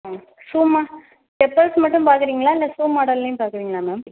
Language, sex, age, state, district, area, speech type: Tamil, female, 18-30, Tamil Nadu, Sivaganga, rural, conversation